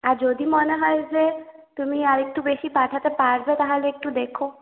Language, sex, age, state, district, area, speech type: Bengali, female, 18-30, West Bengal, Purulia, urban, conversation